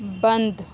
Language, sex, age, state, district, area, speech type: Urdu, female, 30-45, Uttar Pradesh, Aligarh, rural, read